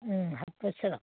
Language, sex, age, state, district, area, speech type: Bodo, female, 45-60, Assam, Udalguri, urban, conversation